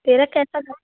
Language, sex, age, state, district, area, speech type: Hindi, female, 18-30, Bihar, Samastipur, rural, conversation